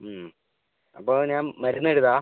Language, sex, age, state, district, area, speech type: Malayalam, male, 30-45, Kerala, Wayanad, rural, conversation